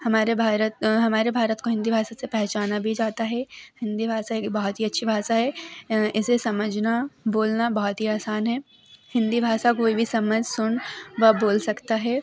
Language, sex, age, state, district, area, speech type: Hindi, female, 18-30, Madhya Pradesh, Seoni, urban, spontaneous